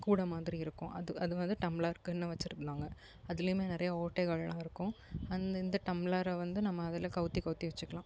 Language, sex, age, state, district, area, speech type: Tamil, female, 18-30, Tamil Nadu, Kanyakumari, urban, spontaneous